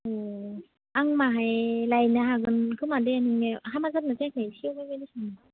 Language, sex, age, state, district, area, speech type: Bodo, male, 18-30, Assam, Udalguri, rural, conversation